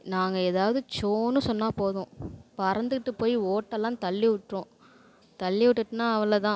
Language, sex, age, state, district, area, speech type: Tamil, female, 30-45, Tamil Nadu, Thanjavur, rural, spontaneous